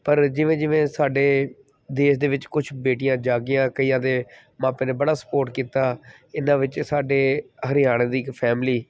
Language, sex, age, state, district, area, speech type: Punjabi, male, 30-45, Punjab, Kapurthala, urban, spontaneous